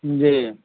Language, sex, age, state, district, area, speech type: Urdu, male, 60+, Bihar, Khagaria, rural, conversation